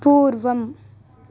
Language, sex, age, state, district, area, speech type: Sanskrit, female, 18-30, Karnataka, Bangalore Rural, rural, read